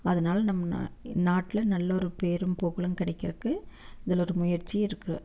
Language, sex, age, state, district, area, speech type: Tamil, female, 30-45, Tamil Nadu, Erode, rural, spontaneous